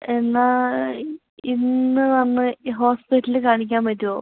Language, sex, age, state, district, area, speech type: Malayalam, female, 18-30, Kerala, Wayanad, rural, conversation